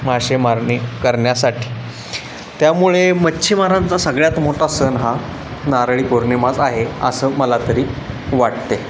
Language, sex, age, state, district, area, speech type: Marathi, male, 18-30, Maharashtra, Ratnagiri, rural, spontaneous